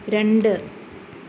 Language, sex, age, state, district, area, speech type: Malayalam, female, 30-45, Kerala, Alappuzha, rural, read